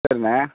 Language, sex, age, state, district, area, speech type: Tamil, male, 30-45, Tamil Nadu, Theni, rural, conversation